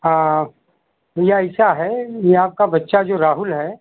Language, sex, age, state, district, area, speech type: Hindi, male, 60+, Uttar Pradesh, Sitapur, rural, conversation